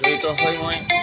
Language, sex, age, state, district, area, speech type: Assamese, male, 30-45, Assam, Morigaon, rural, spontaneous